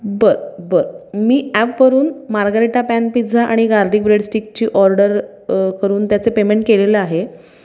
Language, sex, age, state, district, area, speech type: Marathi, female, 30-45, Maharashtra, Pune, urban, spontaneous